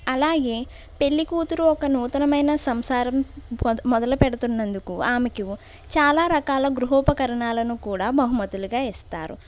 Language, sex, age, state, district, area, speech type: Telugu, female, 60+, Andhra Pradesh, East Godavari, urban, spontaneous